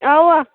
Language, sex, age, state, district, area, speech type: Kashmiri, female, 18-30, Jammu and Kashmir, Shopian, rural, conversation